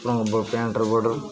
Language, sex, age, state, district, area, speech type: Odia, male, 18-30, Odisha, Jagatsinghpur, rural, spontaneous